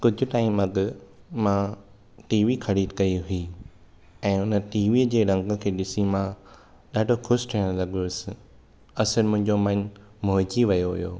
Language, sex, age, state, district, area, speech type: Sindhi, male, 18-30, Maharashtra, Thane, urban, spontaneous